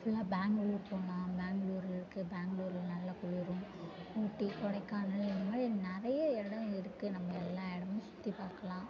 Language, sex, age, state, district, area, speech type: Tamil, female, 18-30, Tamil Nadu, Mayiladuthurai, urban, spontaneous